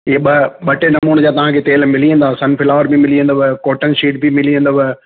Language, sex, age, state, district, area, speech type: Sindhi, male, 45-60, Gujarat, Surat, urban, conversation